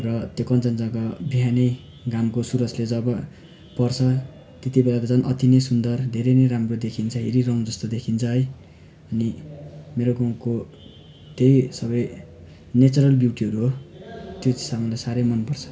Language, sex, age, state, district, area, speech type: Nepali, male, 18-30, West Bengal, Darjeeling, rural, spontaneous